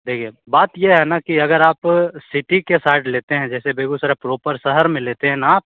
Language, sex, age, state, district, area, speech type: Hindi, male, 18-30, Bihar, Begusarai, rural, conversation